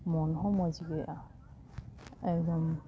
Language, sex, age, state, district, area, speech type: Santali, female, 30-45, West Bengal, Paschim Bardhaman, rural, spontaneous